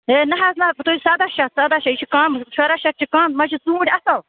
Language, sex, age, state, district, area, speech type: Kashmiri, female, 30-45, Jammu and Kashmir, Budgam, rural, conversation